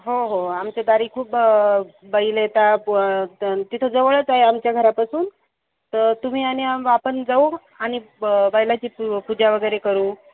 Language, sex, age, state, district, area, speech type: Marathi, female, 45-60, Maharashtra, Buldhana, rural, conversation